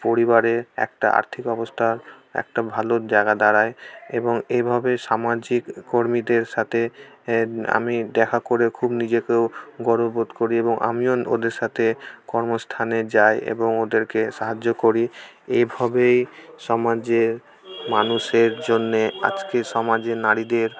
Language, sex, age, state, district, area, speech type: Bengali, male, 18-30, West Bengal, Malda, rural, spontaneous